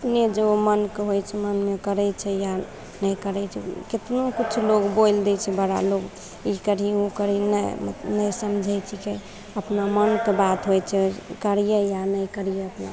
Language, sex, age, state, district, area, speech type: Maithili, female, 18-30, Bihar, Begusarai, rural, spontaneous